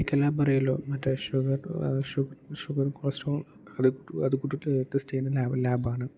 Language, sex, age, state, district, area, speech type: Malayalam, male, 18-30, Kerala, Idukki, rural, spontaneous